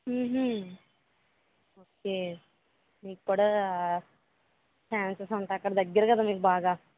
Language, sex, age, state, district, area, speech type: Telugu, female, 18-30, Andhra Pradesh, Eluru, rural, conversation